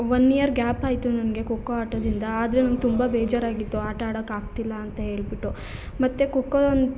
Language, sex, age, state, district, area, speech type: Kannada, female, 30-45, Karnataka, Hassan, urban, spontaneous